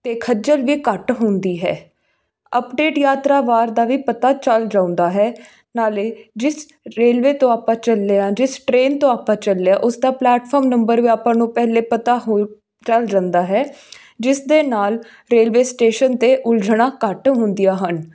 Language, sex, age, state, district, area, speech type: Punjabi, female, 18-30, Punjab, Fazilka, rural, spontaneous